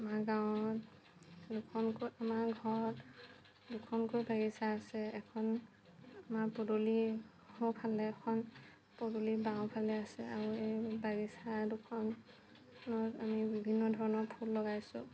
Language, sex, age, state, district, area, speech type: Assamese, female, 45-60, Assam, Lakhimpur, rural, spontaneous